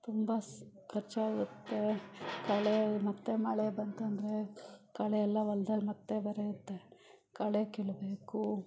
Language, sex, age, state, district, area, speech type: Kannada, female, 45-60, Karnataka, Bangalore Rural, rural, spontaneous